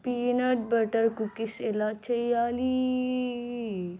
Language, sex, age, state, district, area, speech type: Telugu, female, 18-30, Telangana, Nirmal, rural, read